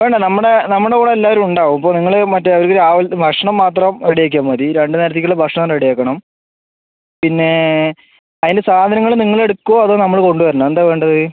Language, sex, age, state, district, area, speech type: Malayalam, male, 18-30, Kerala, Palakkad, rural, conversation